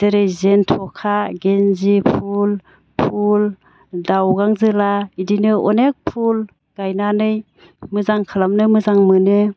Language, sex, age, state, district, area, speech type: Bodo, female, 45-60, Assam, Baksa, rural, spontaneous